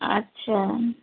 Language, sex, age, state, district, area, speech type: Odia, female, 30-45, Odisha, Sundergarh, urban, conversation